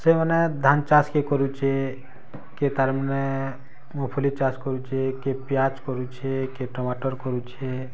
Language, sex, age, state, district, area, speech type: Odia, male, 30-45, Odisha, Bargarh, urban, spontaneous